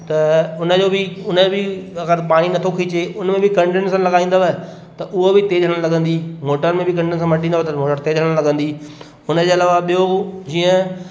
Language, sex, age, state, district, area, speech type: Sindhi, male, 30-45, Madhya Pradesh, Katni, urban, spontaneous